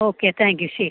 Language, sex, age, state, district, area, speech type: Malayalam, female, 18-30, Kerala, Thrissur, rural, conversation